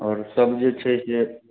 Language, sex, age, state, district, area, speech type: Maithili, male, 30-45, Bihar, Samastipur, urban, conversation